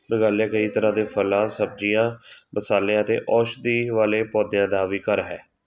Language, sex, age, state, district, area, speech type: Punjabi, male, 18-30, Punjab, Shaheed Bhagat Singh Nagar, urban, read